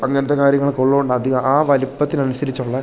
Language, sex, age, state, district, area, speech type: Malayalam, male, 18-30, Kerala, Idukki, rural, spontaneous